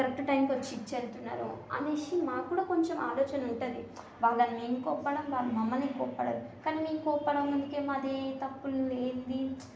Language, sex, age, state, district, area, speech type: Telugu, female, 18-30, Telangana, Hyderabad, urban, spontaneous